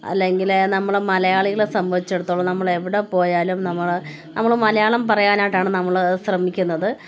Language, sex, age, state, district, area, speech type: Malayalam, female, 45-60, Kerala, Kottayam, rural, spontaneous